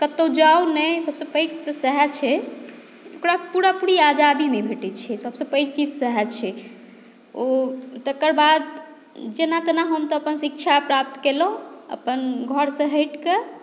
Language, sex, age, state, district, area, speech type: Maithili, female, 30-45, Bihar, Madhubani, rural, spontaneous